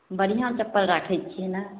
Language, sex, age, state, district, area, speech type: Maithili, female, 18-30, Bihar, Araria, rural, conversation